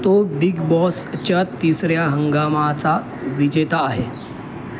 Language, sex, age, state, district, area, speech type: Marathi, male, 30-45, Maharashtra, Mumbai Suburban, urban, read